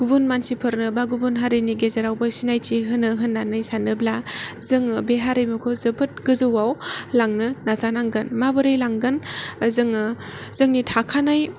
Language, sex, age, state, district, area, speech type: Bodo, female, 18-30, Assam, Kokrajhar, rural, spontaneous